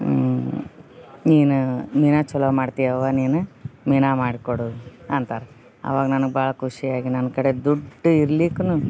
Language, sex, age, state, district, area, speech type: Kannada, female, 30-45, Karnataka, Koppal, urban, spontaneous